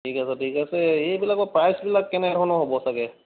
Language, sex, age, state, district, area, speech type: Assamese, male, 45-60, Assam, Golaghat, urban, conversation